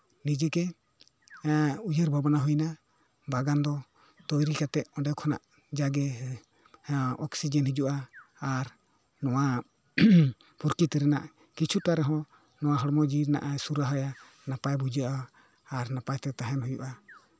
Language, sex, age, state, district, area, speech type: Santali, male, 45-60, West Bengal, Bankura, rural, spontaneous